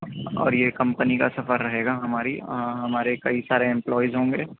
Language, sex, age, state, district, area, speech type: Urdu, male, 18-30, Delhi, Central Delhi, urban, conversation